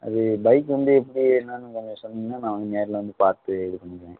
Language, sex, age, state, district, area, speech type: Tamil, male, 18-30, Tamil Nadu, Madurai, urban, conversation